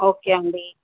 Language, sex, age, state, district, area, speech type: Telugu, female, 45-60, Telangana, Medchal, urban, conversation